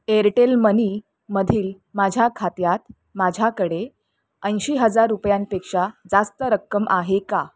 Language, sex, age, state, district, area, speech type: Marathi, female, 30-45, Maharashtra, Mumbai Suburban, urban, read